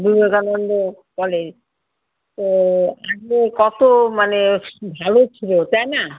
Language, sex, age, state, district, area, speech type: Bengali, female, 60+, West Bengal, Alipurduar, rural, conversation